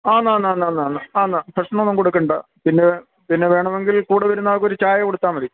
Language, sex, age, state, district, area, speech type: Malayalam, male, 60+, Kerala, Kottayam, rural, conversation